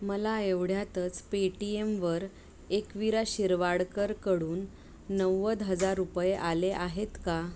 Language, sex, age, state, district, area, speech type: Marathi, female, 30-45, Maharashtra, Mumbai Suburban, urban, read